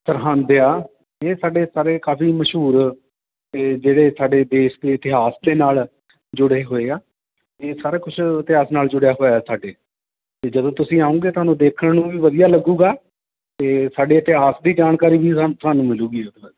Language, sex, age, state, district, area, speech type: Punjabi, male, 45-60, Punjab, Shaheed Bhagat Singh Nagar, urban, conversation